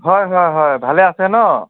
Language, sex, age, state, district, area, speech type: Assamese, male, 18-30, Assam, Nagaon, rural, conversation